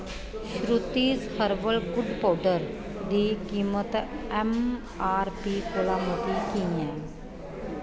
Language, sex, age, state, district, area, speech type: Dogri, female, 30-45, Jammu and Kashmir, Kathua, rural, read